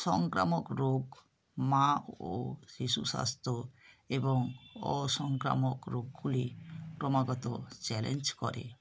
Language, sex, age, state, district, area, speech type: Bengali, female, 60+, West Bengal, South 24 Parganas, rural, spontaneous